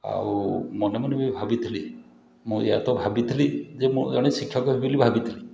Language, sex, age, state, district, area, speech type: Odia, male, 60+, Odisha, Puri, urban, spontaneous